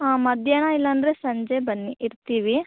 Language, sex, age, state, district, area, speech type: Kannada, female, 18-30, Karnataka, Chikkaballapur, rural, conversation